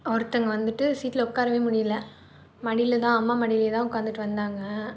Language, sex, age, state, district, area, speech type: Tamil, female, 18-30, Tamil Nadu, Nagapattinam, rural, spontaneous